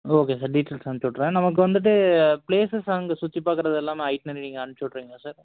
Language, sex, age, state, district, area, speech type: Tamil, male, 18-30, Tamil Nadu, Coimbatore, urban, conversation